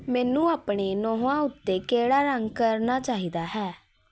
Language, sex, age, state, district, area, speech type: Punjabi, female, 18-30, Punjab, Patiala, urban, read